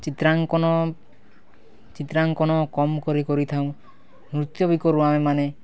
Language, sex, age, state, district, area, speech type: Odia, male, 18-30, Odisha, Kalahandi, rural, spontaneous